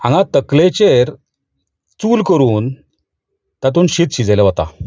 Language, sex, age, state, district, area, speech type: Goan Konkani, male, 45-60, Goa, Bardez, urban, spontaneous